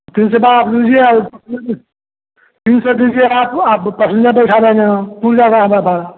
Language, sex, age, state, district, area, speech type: Hindi, male, 60+, Bihar, Samastipur, rural, conversation